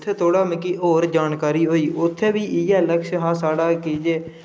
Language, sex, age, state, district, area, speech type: Dogri, male, 18-30, Jammu and Kashmir, Udhampur, rural, spontaneous